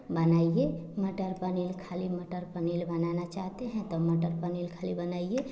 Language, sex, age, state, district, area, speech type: Hindi, female, 30-45, Bihar, Samastipur, rural, spontaneous